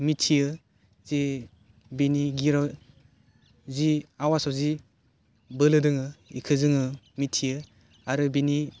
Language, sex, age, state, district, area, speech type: Bodo, male, 18-30, Assam, Udalguri, urban, spontaneous